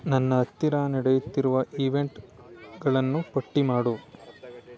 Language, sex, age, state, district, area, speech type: Kannada, male, 18-30, Karnataka, Chamarajanagar, rural, read